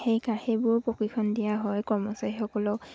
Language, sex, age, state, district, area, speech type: Assamese, female, 60+, Assam, Dibrugarh, rural, spontaneous